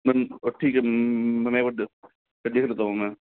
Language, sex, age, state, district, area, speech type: Hindi, male, 45-60, Rajasthan, Jaipur, urban, conversation